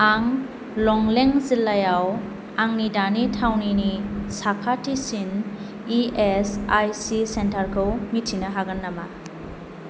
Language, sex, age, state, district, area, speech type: Bodo, female, 18-30, Assam, Kokrajhar, urban, read